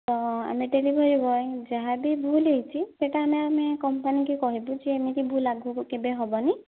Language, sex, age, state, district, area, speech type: Odia, female, 45-60, Odisha, Nayagarh, rural, conversation